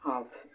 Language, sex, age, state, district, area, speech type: Kannada, male, 60+, Karnataka, Shimoga, rural, read